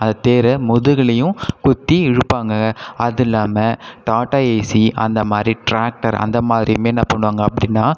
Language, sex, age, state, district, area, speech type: Tamil, male, 18-30, Tamil Nadu, Cuddalore, rural, spontaneous